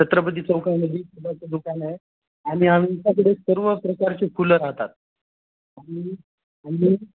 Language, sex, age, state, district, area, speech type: Marathi, male, 30-45, Maharashtra, Nanded, urban, conversation